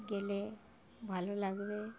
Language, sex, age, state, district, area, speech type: Bengali, female, 60+, West Bengal, Darjeeling, rural, spontaneous